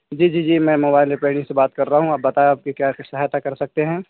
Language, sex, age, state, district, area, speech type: Urdu, male, 18-30, Uttar Pradesh, Saharanpur, urban, conversation